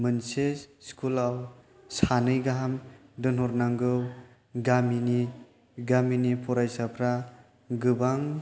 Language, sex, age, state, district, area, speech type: Bodo, male, 18-30, Assam, Chirang, rural, spontaneous